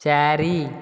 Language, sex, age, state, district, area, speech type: Odia, male, 18-30, Odisha, Dhenkanal, rural, read